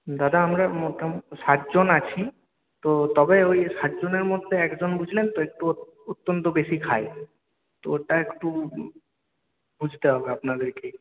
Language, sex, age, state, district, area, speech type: Bengali, male, 18-30, West Bengal, Purulia, urban, conversation